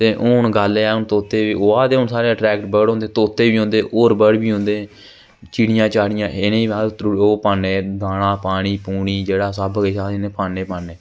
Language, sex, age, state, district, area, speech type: Dogri, male, 18-30, Jammu and Kashmir, Jammu, rural, spontaneous